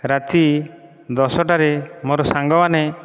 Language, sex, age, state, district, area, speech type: Odia, male, 30-45, Odisha, Dhenkanal, rural, spontaneous